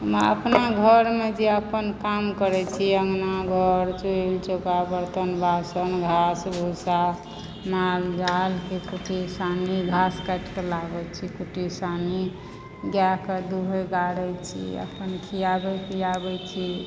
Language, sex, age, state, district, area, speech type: Maithili, female, 60+, Bihar, Supaul, urban, spontaneous